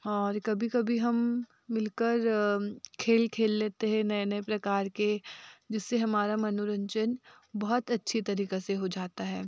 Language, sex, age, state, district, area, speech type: Hindi, female, 30-45, Madhya Pradesh, Betul, rural, spontaneous